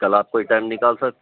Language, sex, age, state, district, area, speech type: Urdu, male, 30-45, Telangana, Hyderabad, urban, conversation